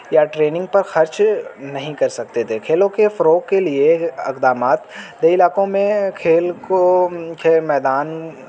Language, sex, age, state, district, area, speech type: Urdu, male, 18-30, Uttar Pradesh, Azamgarh, rural, spontaneous